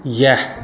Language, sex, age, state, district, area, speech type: Maithili, male, 45-60, Bihar, Madhubani, rural, spontaneous